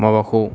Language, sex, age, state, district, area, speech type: Bodo, male, 18-30, Assam, Chirang, urban, spontaneous